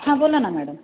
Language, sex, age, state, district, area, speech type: Marathi, female, 30-45, Maharashtra, Nashik, urban, conversation